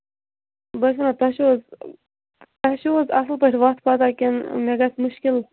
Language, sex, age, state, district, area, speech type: Kashmiri, female, 18-30, Jammu and Kashmir, Bandipora, rural, conversation